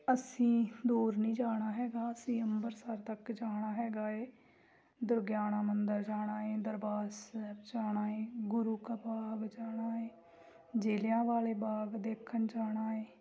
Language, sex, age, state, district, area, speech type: Punjabi, female, 18-30, Punjab, Tarn Taran, rural, spontaneous